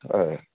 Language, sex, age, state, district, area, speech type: Goan Konkani, male, 60+, Goa, Canacona, rural, conversation